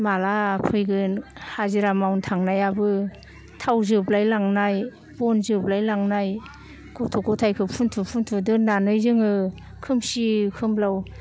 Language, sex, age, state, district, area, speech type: Bodo, female, 60+, Assam, Baksa, urban, spontaneous